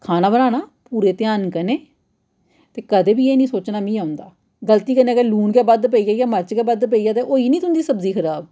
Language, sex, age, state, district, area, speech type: Dogri, female, 30-45, Jammu and Kashmir, Jammu, urban, spontaneous